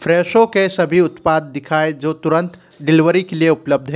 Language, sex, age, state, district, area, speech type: Hindi, male, 30-45, Madhya Pradesh, Bhopal, urban, read